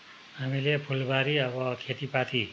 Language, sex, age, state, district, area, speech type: Nepali, male, 60+, West Bengal, Darjeeling, rural, spontaneous